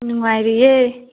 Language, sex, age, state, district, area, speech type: Manipuri, female, 30-45, Manipur, Tengnoupal, rural, conversation